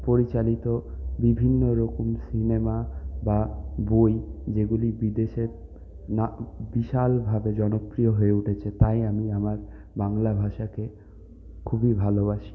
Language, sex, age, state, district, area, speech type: Bengali, male, 30-45, West Bengal, Purulia, urban, spontaneous